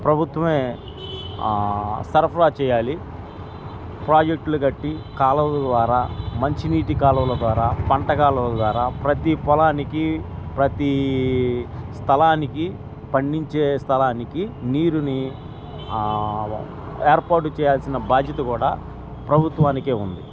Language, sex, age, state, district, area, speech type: Telugu, male, 45-60, Andhra Pradesh, Guntur, rural, spontaneous